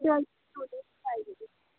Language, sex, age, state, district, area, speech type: Dogri, female, 18-30, Jammu and Kashmir, Udhampur, urban, conversation